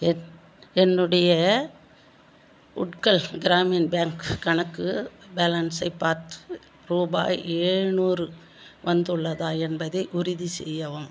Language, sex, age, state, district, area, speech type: Tamil, female, 60+, Tamil Nadu, Viluppuram, rural, read